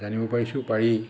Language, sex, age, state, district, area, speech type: Assamese, male, 60+, Assam, Dhemaji, urban, spontaneous